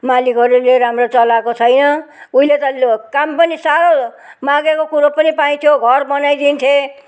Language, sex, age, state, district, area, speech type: Nepali, female, 60+, West Bengal, Jalpaiguri, rural, spontaneous